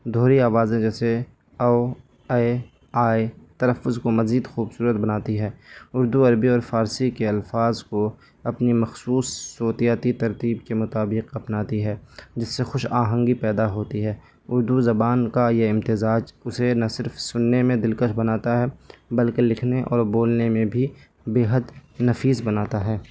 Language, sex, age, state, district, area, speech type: Urdu, male, 18-30, Delhi, New Delhi, rural, spontaneous